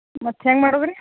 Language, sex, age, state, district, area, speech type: Kannada, female, 60+, Karnataka, Belgaum, rural, conversation